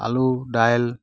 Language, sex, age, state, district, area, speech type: Assamese, male, 30-45, Assam, Dibrugarh, rural, spontaneous